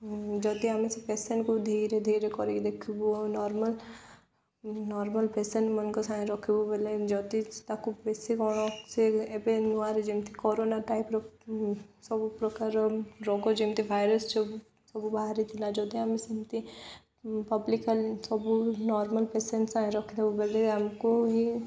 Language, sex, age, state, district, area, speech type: Odia, female, 18-30, Odisha, Koraput, urban, spontaneous